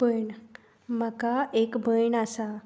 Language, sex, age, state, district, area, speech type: Goan Konkani, female, 30-45, Goa, Tiswadi, rural, spontaneous